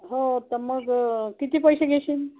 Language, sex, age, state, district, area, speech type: Marathi, female, 60+, Maharashtra, Wardha, rural, conversation